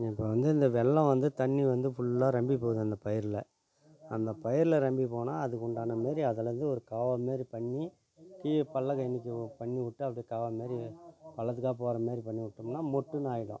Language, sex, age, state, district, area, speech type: Tamil, male, 45-60, Tamil Nadu, Tiruvannamalai, rural, spontaneous